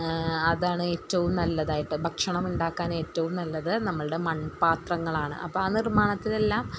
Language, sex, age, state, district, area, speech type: Malayalam, female, 30-45, Kerala, Thrissur, rural, spontaneous